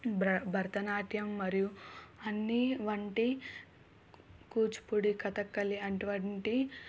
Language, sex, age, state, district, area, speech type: Telugu, female, 18-30, Telangana, Suryapet, urban, spontaneous